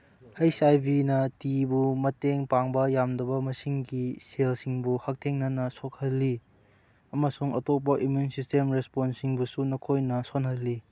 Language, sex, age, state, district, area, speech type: Manipuri, male, 18-30, Manipur, Churachandpur, rural, read